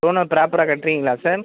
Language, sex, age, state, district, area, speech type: Tamil, male, 18-30, Tamil Nadu, Madurai, urban, conversation